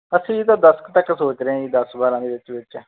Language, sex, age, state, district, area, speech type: Punjabi, male, 30-45, Punjab, Bathinda, rural, conversation